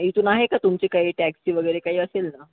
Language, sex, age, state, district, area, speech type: Marathi, male, 18-30, Maharashtra, Yavatmal, rural, conversation